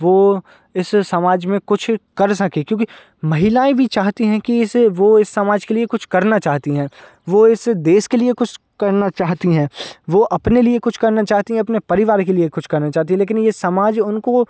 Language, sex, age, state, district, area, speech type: Hindi, male, 18-30, Madhya Pradesh, Hoshangabad, urban, spontaneous